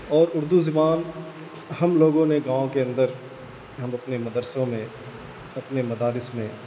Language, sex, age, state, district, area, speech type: Urdu, male, 18-30, Bihar, Saharsa, urban, spontaneous